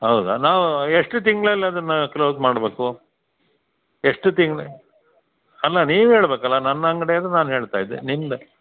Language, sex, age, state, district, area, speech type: Kannada, male, 60+, Karnataka, Dakshina Kannada, rural, conversation